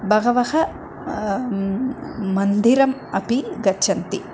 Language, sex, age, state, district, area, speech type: Sanskrit, female, 45-60, Tamil Nadu, Coimbatore, urban, spontaneous